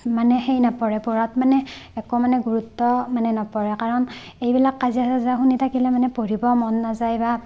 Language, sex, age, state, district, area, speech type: Assamese, female, 18-30, Assam, Barpeta, rural, spontaneous